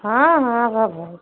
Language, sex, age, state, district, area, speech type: Hindi, female, 30-45, Uttar Pradesh, Prayagraj, rural, conversation